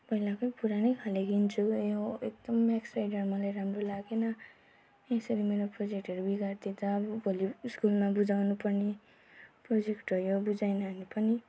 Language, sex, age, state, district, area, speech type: Nepali, female, 18-30, West Bengal, Darjeeling, rural, spontaneous